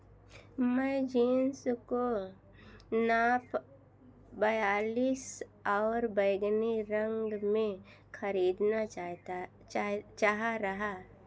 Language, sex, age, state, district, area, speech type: Hindi, female, 60+, Uttar Pradesh, Ayodhya, urban, read